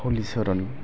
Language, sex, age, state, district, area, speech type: Bodo, male, 18-30, Assam, Chirang, rural, spontaneous